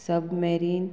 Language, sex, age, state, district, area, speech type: Goan Konkani, female, 45-60, Goa, Murmgao, rural, spontaneous